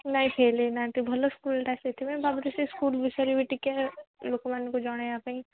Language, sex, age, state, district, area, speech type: Odia, female, 18-30, Odisha, Sundergarh, urban, conversation